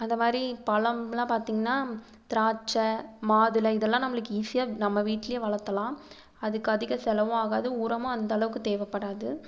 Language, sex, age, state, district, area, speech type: Tamil, female, 18-30, Tamil Nadu, Erode, urban, spontaneous